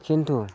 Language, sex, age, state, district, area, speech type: Bodo, male, 45-60, Assam, Udalguri, rural, spontaneous